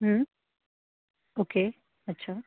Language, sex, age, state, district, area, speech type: Marathi, female, 30-45, Maharashtra, Pune, urban, conversation